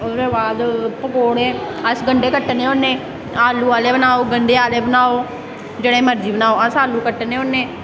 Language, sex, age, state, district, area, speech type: Dogri, female, 18-30, Jammu and Kashmir, Samba, rural, spontaneous